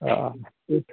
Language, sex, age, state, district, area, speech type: Kashmiri, male, 30-45, Jammu and Kashmir, Kupwara, rural, conversation